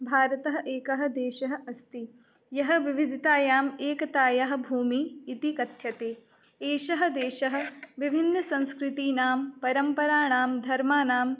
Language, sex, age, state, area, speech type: Sanskrit, female, 18-30, Uttar Pradesh, rural, spontaneous